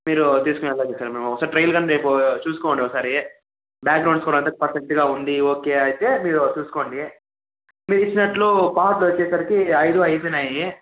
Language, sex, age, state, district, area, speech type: Telugu, male, 18-30, Andhra Pradesh, Chittoor, urban, conversation